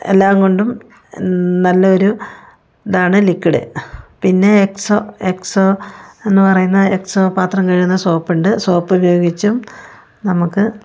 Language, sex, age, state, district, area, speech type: Malayalam, female, 45-60, Kerala, Wayanad, rural, spontaneous